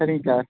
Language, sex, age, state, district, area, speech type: Tamil, male, 30-45, Tamil Nadu, Krishnagiri, rural, conversation